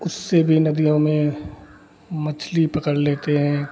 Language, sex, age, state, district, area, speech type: Hindi, male, 45-60, Uttar Pradesh, Hardoi, rural, spontaneous